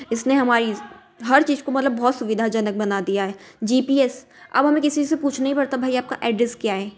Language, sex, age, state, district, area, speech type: Hindi, female, 18-30, Madhya Pradesh, Ujjain, urban, spontaneous